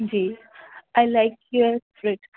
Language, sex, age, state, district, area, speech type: Urdu, female, 18-30, Delhi, North West Delhi, urban, conversation